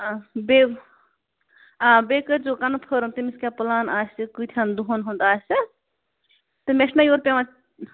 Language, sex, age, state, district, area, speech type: Kashmiri, female, 18-30, Jammu and Kashmir, Bandipora, rural, conversation